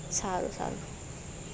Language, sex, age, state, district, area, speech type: Gujarati, female, 18-30, Gujarat, Ahmedabad, urban, spontaneous